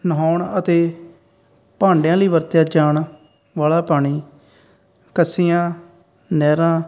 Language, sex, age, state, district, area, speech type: Punjabi, male, 18-30, Punjab, Faridkot, rural, spontaneous